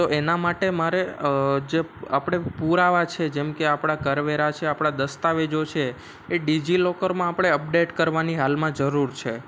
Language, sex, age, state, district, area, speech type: Gujarati, male, 18-30, Gujarat, Ahmedabad, urban, spontaneous